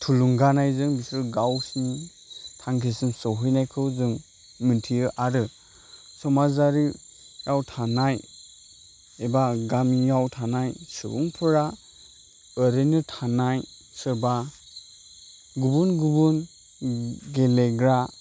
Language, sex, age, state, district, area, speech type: Bodo, male, 30-45, Assam, Chirang, urban, spontaneous